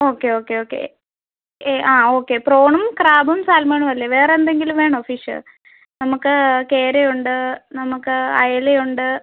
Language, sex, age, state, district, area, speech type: Malayalam, female, 18-30, Kerala, Idukki, rural, conversation